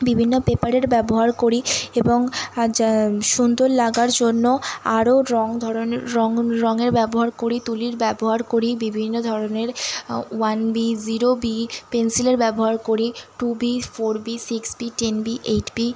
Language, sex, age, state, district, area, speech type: Bengali, female, 18-30, West Bengal, Howrah, urban, spontaneous